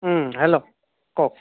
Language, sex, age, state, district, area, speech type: Assamese, male, 30-45, Assam, Lakhimpur, urban, conversation